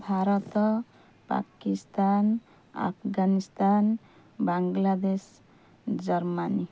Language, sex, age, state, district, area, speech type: Odia, female, 30-45, Odisha, Kendrapara, urban, spontaneous